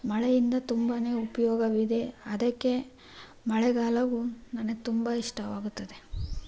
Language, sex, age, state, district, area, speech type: Kannada, female, 18-30, Karnataka, Chitradurga, rural, spontaneous